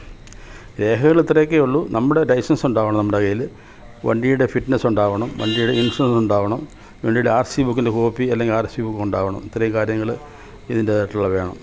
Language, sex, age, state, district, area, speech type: Malayalam, male, 60+, Kerala, Kollam, rural, spontaneous